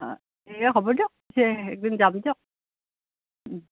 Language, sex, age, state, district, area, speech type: Assamese, female, 30-45, Assam, Morigaon, rural, conversation